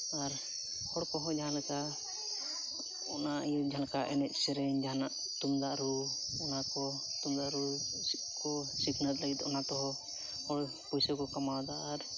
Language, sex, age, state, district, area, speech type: Santali, male, 18-30, Jharkhand, Seraikela Kharsawan, rural, spontaneous